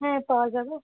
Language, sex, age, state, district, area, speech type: Bengali, female, 18-30, West Bengal, Uttar Dinajpur, rural, conversation